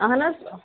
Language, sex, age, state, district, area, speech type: Kashmiri, male, 30-45, Jammu and Kashmir, Srinagar, urban, conversation